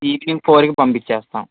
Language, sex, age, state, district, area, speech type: Telugu, male, 18-30, Andhra Pradesh, Srikakulam, rural, conversation